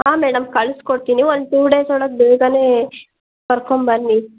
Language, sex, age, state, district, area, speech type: Kannada, female, 30-45, Karnataka, Chitradurga, rural, conversation